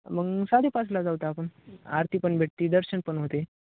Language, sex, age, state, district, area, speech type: Marathi, male, 18-30, Maharashtra, Nanded, rural, conversation